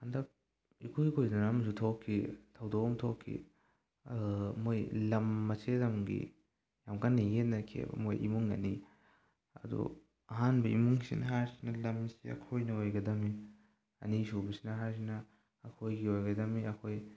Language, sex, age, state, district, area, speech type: Manipuri, male, 18-30, Manipur, Bishnupur, rural, spontaneous